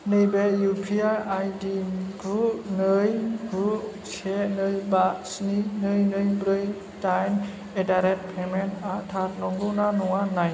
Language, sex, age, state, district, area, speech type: Bodo, male, 18-30, Assam, Chirang, rural, read